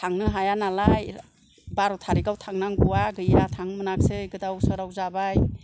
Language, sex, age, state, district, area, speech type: Bodo, female, 60+, Assam, Kokrajhar, rural, spontaneous